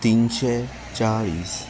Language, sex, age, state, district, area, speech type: Goan Konkani, male, 18-30, Goa, Ponda, rural, spontaneous